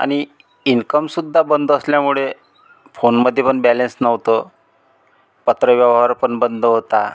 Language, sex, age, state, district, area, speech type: Marathi, male, 45-60, Maharashtra, Amravati, rural, spontaneous